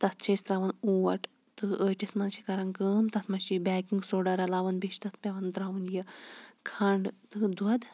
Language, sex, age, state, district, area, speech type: Kashmiri, female, 18-30, Jammu and Kashmir, Kulgam, rural, spontaneous